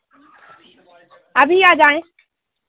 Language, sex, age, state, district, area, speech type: Hindi, female, 18-30, Madhya Pradesh, Seoni, urban, conversation